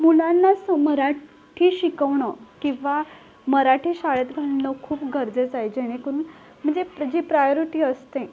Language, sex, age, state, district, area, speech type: Marathi, female, 18-30, Maharashtra, Solapur, urban, spontaneous